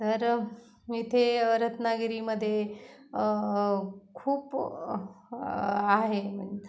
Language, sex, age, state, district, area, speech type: Marathi, female, 30-45, Maharashtra, Ratnagiri, rural, spontaneous